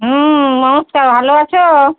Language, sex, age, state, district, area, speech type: Bengali, female, 30-45, West Bengal, Murshidabad, rural, conversation